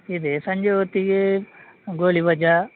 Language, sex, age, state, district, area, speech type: Kannada, male, 30-45, Karnataka, Udupi, rural, conversation